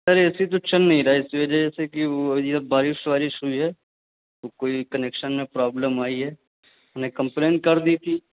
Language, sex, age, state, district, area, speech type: Urdu, male, 18-30, Uttar Pradesh, Saharanpur, urban, conversation